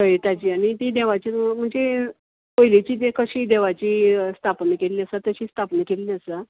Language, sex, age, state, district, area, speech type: Goan Konkani, female, 45-60, Goa, Canacona, rural, conversation